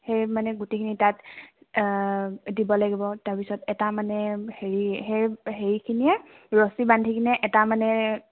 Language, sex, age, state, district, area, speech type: Assamese, female, 18-30, Assam, Tinsukia, urban, conversation